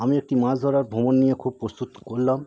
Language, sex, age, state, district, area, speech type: Bengali, male, 30-45, West Bengal, Howrah, urban, spontaneous